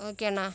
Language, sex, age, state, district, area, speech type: Tamil, female, 45-60, Tamil Nadu, Cuddalore, rural, spontaneous